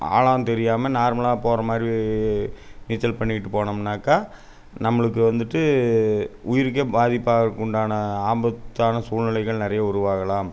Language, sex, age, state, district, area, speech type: Tamil, male, 30-45, Tamil Nadu, Coimbatore, urban, spontaneous